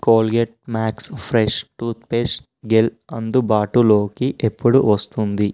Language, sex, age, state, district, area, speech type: Telugu, male, 18-30, Telangana, Vikarabad, urban, read